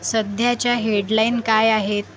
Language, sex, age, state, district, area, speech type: Marathi, female, 18-30, Maharashtra, Akola, rural, read